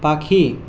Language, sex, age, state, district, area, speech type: Bengali, male, 30-45, West Bengal, Purulia, urban, read